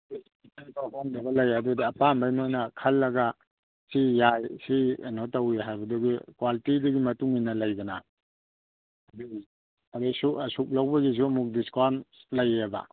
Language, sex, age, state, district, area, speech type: Manipuri, male, 45-60, Manipur, Imphal East, rural, conversation